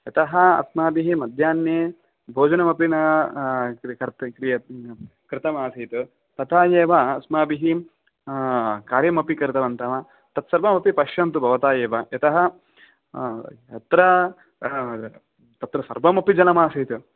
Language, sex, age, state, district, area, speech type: Sanskrit, male, 30-45, Telangana, Hyderabad, urban, conversation